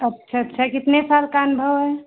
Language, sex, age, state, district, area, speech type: Hindi, female, 30-45, Uttar Pradesh, Hardoi, rural, conversation